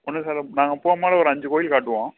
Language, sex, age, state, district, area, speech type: Tamil, male, 18-30, Tamil Nadu, Kallakurichi, urban, conversation